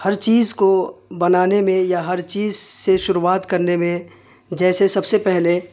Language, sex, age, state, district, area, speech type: Urdu, male, 30-45, Bihar, Darbhanga, rural, spontaneous